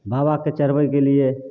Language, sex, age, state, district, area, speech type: Maithili, male, 18-30, Bihar, Samastipur, rural, spontaneous